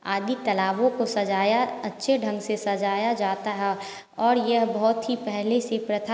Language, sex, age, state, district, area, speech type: Hindi, female, 18-30, Bihar, Samastipur, rural, spontaneous